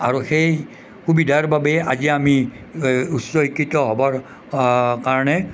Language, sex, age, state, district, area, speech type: Assamese, male, 60+, Assam, Nalbari, rural, spontaneous